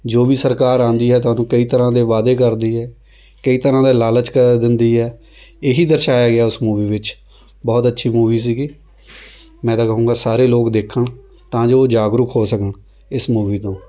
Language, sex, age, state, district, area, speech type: Punjabi, female, 30-45, Punjab, Shaheed Bhagat Singh Nagar, rural, spontaneous